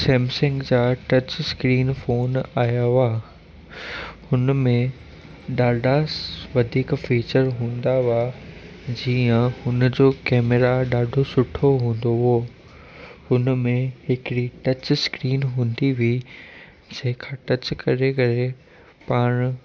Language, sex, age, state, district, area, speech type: Sindhi, male, 18-30, Gujarat, Kutch, urban, spontaneous